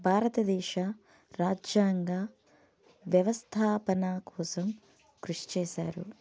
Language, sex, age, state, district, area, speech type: Telugu, female, 30-45, Telangana, Hanamkonda, urban, spontaneous